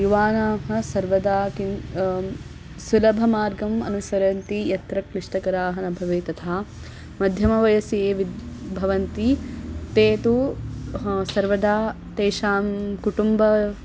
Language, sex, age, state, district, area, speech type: Sanskrit, female, 18-30, Karnataka, Davanagere, urban, spontaneous